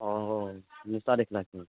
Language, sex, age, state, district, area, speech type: Urdu, male, 18-30, Bihar, Purnia, rural, conversation